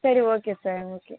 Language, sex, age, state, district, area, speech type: Tamil, female, 18-30, Tamil Nadu, Tiruvarur, rural, conversation